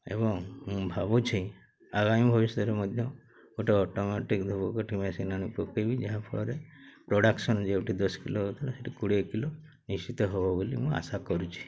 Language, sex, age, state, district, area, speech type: Odia, male, 45-60, Odisha, Mayurbhanj, rural, spontaneous